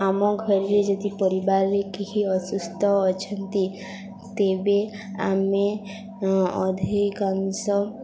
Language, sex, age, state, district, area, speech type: Odia, female, 18-30, Odisha, Subarnapur, rural, spontaneous